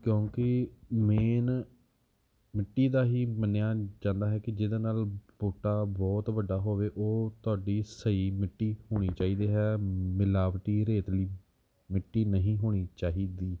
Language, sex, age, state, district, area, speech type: Punjabi, male, 30-45, Punjab, Gurdaspur, rural, spontaneous